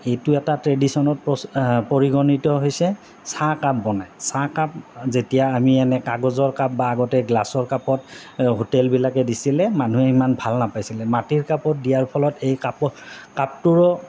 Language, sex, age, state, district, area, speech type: Assamese, male, 30-45, Assam, Goalpara, urban, spontaneous